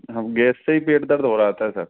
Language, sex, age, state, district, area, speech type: Hindi, male, 30-45, Rajasthan, Karauli, rural, conversation